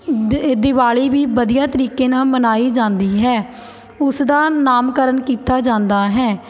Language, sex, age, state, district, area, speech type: Punjabi, female, 18-30, Punjab, Shaheed Bhagat Singh Nagar, urban, spontaneous